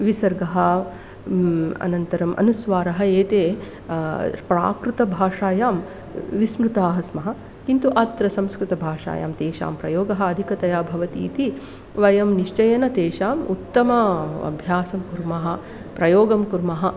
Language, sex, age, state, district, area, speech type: Sanskrit, female, 45-60, Karnataka, Mandya, urban, spontaneous